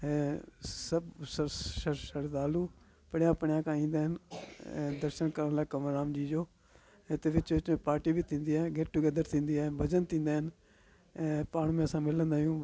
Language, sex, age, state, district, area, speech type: Sindhi, male, 60+, Delhi, South Delhi, urban, spontaneous